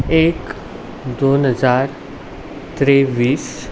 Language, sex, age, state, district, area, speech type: Goan Konkani, male, 18-30, Goa, Ponda, urban, spontaneous